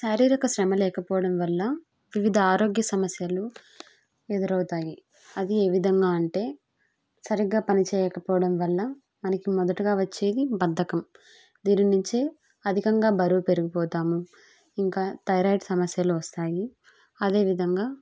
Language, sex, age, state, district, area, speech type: Telugu, female, 18-30, Andhra Pradesh, Kadapa, rural, spontaneous